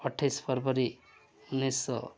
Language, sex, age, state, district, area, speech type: Odia, male, 45-60, Odisha, Nuapada, rural, spontaneous